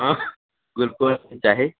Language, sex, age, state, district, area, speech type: Maithili, male, 30-45, Bihar, Begusarai, urban, conversation